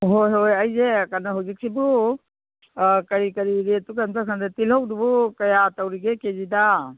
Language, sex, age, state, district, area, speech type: Manipuri, female, 60+, Manipur, Imphal East, urban, conversation